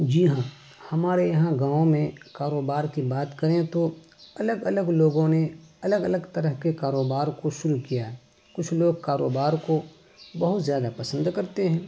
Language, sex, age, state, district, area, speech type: Urdu, male, 18-30, Bihar, Araria, rural, spontaneous